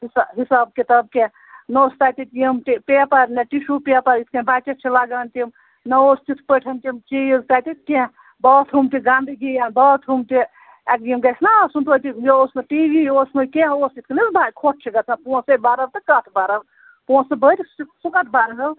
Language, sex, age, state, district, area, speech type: Kashmiri, female, 60+, Jammu and Kashmir, Srinagar, urban, conversation